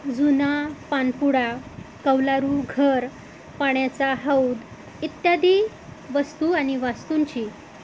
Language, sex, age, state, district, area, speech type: Marathi, female, 45-60, Maharashtra, Amravati, urban, spontaneous